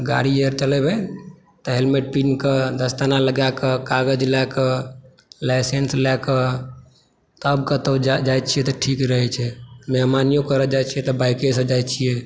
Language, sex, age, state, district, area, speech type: Maithili, male, 18-30, Bihar, Supaul, urban, spontaneous